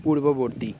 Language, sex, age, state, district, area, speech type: Bengali, male, 18-30, West Bengal, Paschim Medinipur, rural, read